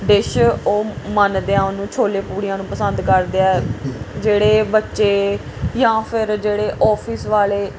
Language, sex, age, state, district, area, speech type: Punjabi, female, 18-30, Punjab, Pathankot, rural, spontaneous